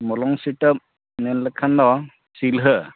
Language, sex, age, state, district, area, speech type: Santali, male, 45-60, Odisha, Mayurbhanj, rural, conversation